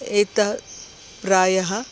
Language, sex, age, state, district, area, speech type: Sanskrit, female, 45-60, Maharashtra, Nagpur, urban, spontaneous